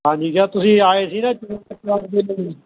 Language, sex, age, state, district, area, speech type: Punjabi, male, 30-45, Punjab, Ludhiana, rural, conversation